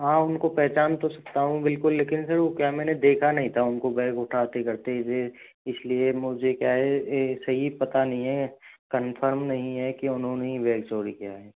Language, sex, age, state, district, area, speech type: Hindi, male, 30-45, Rajasthan, Jaipur, urban, conversation